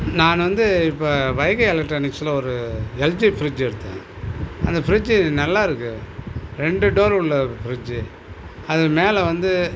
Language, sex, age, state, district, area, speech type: Tamil, male, 60+, Tamil Nadu, Cuddalore, urban, spontaneous